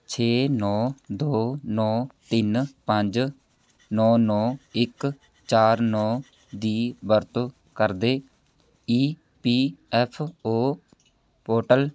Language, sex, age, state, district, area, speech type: Punjabi, male, 18-30, Punjab, Shaheed Bhagat Singh Nagar, rural, read